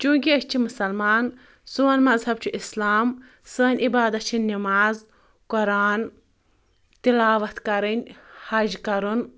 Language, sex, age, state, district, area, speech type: Kashmiri, female, 30-45, Jammu and Kashmir, Anantnag, rural, spontaneous